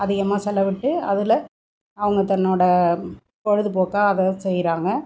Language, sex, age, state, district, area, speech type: Tamil, female, 45-60, Tamil Nadu, Thanjavur, rural, spontaneous